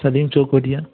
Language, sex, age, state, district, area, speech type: Hindi, male, 30-45, Madhya Pradesh, Gwalior, rural, conversation